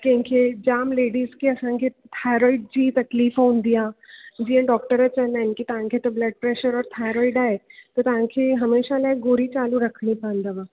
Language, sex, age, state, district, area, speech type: Sindhi, female, 18-30, Gujarat, Surat, urban, conversation